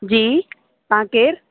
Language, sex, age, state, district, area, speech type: Sindhi, female, 18-30, Madhya Pradesh, Katni, rural, conversation